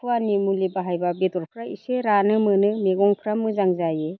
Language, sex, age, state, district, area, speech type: Bodo, female, 45-60, Assam, Chirang, rural, spontaneous